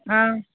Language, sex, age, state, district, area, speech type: Tamil, female, 30-45, Tamil Nadu, Dharmapuri, urban, conversation